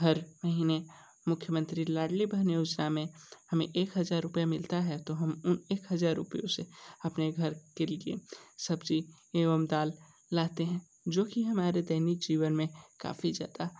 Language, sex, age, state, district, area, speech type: Hindi, male, 30-45, Uttar Pradesh, Sonbhadra, rural, spontaneous